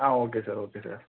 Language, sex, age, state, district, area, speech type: Tamil, male, 18-30, Tamil Nadu, Thanjavur, rural, conversation